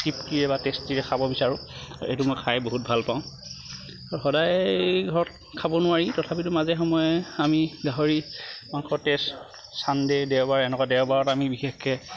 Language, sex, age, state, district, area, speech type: Assamese, male, 30-45, Assam, Lakhimpur, rural, spontaneous